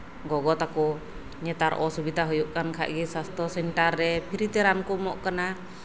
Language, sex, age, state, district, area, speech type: Santali, female, 30-45, West Bengal, Birbhum, rural, spontaneous